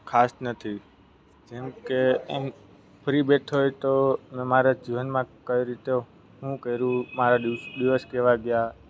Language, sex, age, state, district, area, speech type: Gujarati, male, 18-30, Gujarat, Narmada, rural, spontaneous